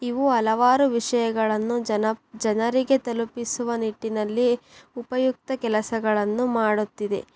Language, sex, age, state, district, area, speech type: Kannada, female, 18-30, Karnataka, Tumkur, urban, spontaneous